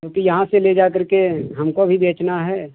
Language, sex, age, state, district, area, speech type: Hindi, male, 45-60, Uttar Pradesh, Lucknow, urban, conversation